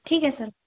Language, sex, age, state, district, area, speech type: Hindi, female, 18-30, Madhya Pradesh, Betul, rural, conversation